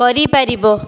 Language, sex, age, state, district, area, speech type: Odia, female, 18-30, Odisha, Balasore, rural, read